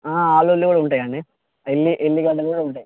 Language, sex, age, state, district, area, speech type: Telugu, male, 18-30, Telangana, Mancherial, rural, conversation